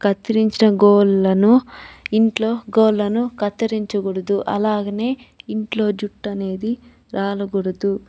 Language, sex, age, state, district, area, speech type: Telugu, female, 30-45, Andhra Pradesh, Chittoor, urban, spontaneous